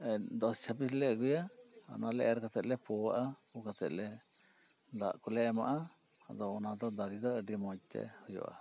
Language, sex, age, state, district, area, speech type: Santali, male, 60+, West Bengal, Purba Bardhaman, rural, spontaneous